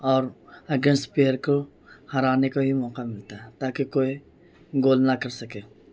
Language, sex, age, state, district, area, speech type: Urdu, male, 18-30, Bihar, Gaya, urban, spontaneous